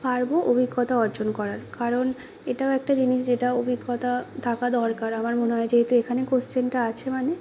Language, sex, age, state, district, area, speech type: Bengali, female, 18-30, West Bengal, North 24 Parganas, urban, spontaneous